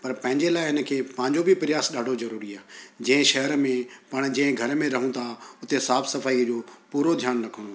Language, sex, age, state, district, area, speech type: Sindhi, male, 45-60, Gujarat, Surat, urban, spontaneous